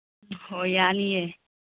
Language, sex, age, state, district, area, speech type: Manipuri, female, 45-60, Manipur, Churachandpur, urban, conversation